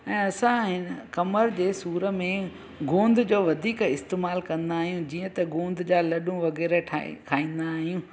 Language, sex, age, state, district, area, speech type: Sindhi, female, 45-60, Gujarat, Junagadh, rural, spontaneous